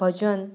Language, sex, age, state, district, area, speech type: Goan Konkani, female, 30-45, Goa, Ponda, rural, spontaneous